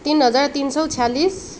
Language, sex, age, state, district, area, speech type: Nepali, female, 18-30, West Bengal, Darjeeling, rural, spontaneous